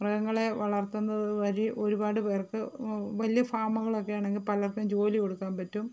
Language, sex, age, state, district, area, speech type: Malayalam, female, 45-60, Kerala, Thiruvananthapuram, urban, spontaneous